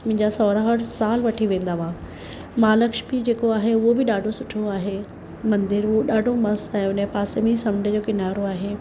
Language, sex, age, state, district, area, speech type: Sindhi, female, 45-60, Maharashtra, Mumbai Suburban, urban, spontaneous